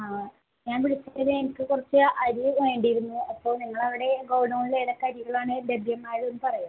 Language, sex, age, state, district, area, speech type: Malayalam, female, 18-30, Kerala, Palakkad, rural, conversation